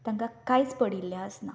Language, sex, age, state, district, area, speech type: Goan Konkani, female, 18-30, Goa, Canacona, rural, spontaneous